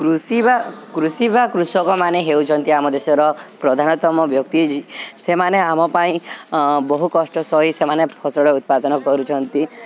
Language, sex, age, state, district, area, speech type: Odia, male, 18-30, Odisha, Subarnapur, urban, spontaneous